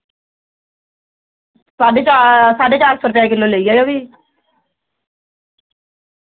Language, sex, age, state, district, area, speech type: Dogri, female, 18-30, Jammu and Kashmir, Reasi, rural, conversation